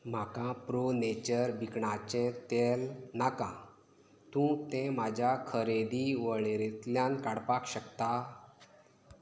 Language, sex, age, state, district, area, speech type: Goan Konkani, male, 30-45, Goa, Canacona, rural, read